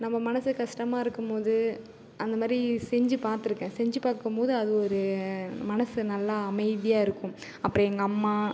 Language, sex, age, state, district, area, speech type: Tamil, female, 18-30, Tamil Nadu, Ariyalur, rural, spontaneous